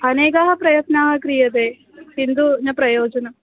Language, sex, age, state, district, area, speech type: Sanskrit, female, 18-30, Kerala, Thrissur, rural, conversation